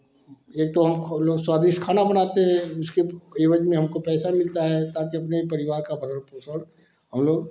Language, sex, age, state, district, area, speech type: Hindi, male, 45-60, Uttar Pradesh, Varanasi, urban, spontaneous